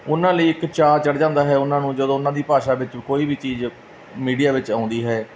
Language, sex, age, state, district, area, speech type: Punjabi, male, 30-45, Punjab, Barnala, rural, spontaneous